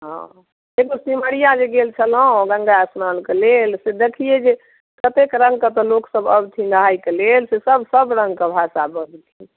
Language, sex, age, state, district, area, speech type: Maithili, female, 45-60, Bihar, Darbhanga, urban, conversation